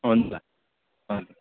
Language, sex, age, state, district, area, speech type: Nepali, male, 60+, West Bengal, Kalimpong, rural, conversation